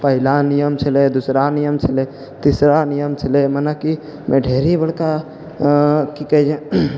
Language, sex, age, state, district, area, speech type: Maithili, male, 45-60, Bihar, Purnia, rural, spontaneous